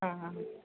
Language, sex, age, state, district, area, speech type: Malayalam, female, 30-45, Kerala, Pathanamthitta, rural, conversation